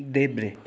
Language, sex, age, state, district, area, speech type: Nepali, male, 60+, West Bengal, Kalimpong, rural, read